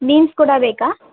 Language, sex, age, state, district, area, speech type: Kannada, female, 18-30, Karnataka, Gadag, rural, conversation